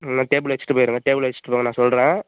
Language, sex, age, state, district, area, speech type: Tamil, female, 18-30, Tamil Nadu, Dharmapuri, urban, conversation